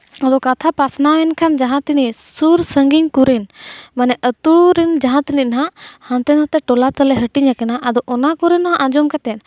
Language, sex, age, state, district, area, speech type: Santali, female, 18-30, Jharkhand, East Singhbhum, rural, spontaneous